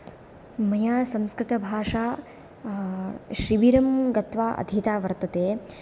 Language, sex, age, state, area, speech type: Sanskrit, female, 18-30, Gujarat, rural, spontaneous